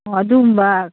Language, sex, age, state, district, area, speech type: Manipuri, female, 45-60, Manipur, Kangpokpi, urban, conversation